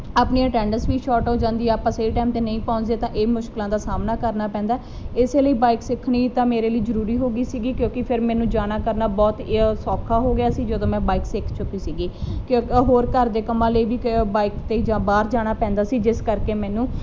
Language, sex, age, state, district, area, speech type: Punjabi, female, 18-30, Punjab, Muktsar, urban, spontaneous